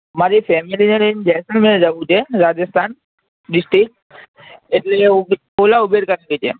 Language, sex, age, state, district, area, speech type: Gujarati, male, 18-30, Gujarat, Ahmedabad, urban, conversation